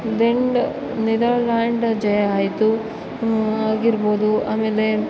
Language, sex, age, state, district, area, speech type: Kannada, female, 18-30, Karnataka, Bellary, rural, spontaneous